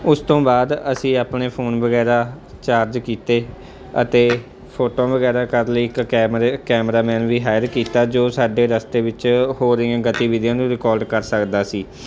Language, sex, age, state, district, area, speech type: Punjabi, male, 18-30, Punjab, Mansa, urban, spontaneous